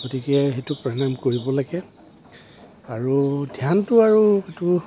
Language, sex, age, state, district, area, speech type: Assamese, male, 45-60, Assam, Darrang, rural, spontaneous